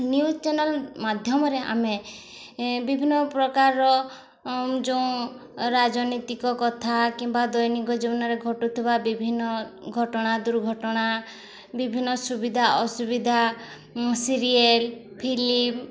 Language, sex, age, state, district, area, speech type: Odia, female, 18-30, Odisha, Mayurbhanj, rural, spontaneous